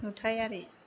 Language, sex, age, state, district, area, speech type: Bodo, female, 30-45, Assam, Chirang, urban, read